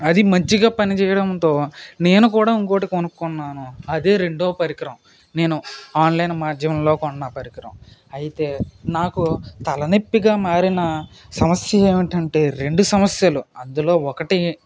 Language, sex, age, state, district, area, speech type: Telugu, male, 18-30, Andhra Pradesh, Eluru, rural, spontaneous